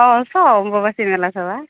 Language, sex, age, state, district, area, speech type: Assamese, female, 18-30, Assam, Goalpara, rural, conversation